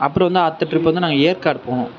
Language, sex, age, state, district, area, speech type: Tamil, male, 45-60, Tamil Nadu, Sivaganga, urban, spontaneous